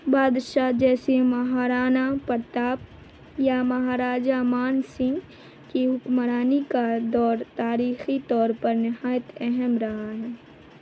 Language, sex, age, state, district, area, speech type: Urdu, female, 18-30, Bihar, Madhubani, rural, spontaneous